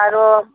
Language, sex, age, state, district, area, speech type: Assamese, female, 45-60, Assam, Barpeta, rural, conversation